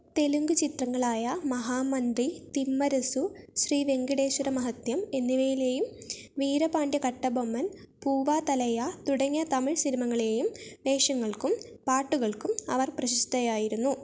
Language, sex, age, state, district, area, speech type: Malayalam, female, 18-30, Kerala, Wayanad, rural, read